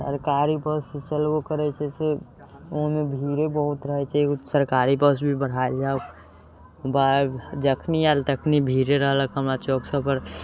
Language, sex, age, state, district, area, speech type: Maithili, male, 18-30, Bihar, Muzaffarpur, rural, spontaneous